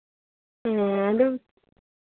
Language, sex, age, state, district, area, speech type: Hindi, female, 45-60, Uttar Pradesh, Hardoi, rural, conversation